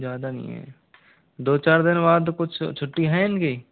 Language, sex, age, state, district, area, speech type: Hindi, male, 60+, Rajasthan, Jaipur, urban, conversation